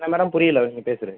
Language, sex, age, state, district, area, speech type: Tamil, male, 18-30, Tamil Nadu, Pudukkottai, rural, conversation